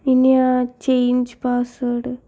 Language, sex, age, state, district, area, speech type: Malayalam, female, 18-30, Kerala, Thrissur, urban, spontaneous